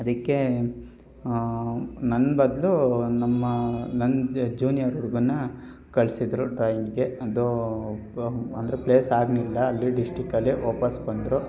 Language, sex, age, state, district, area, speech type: Kannada, male, 18-30, Karnataka, Hassan, rural, spontaneous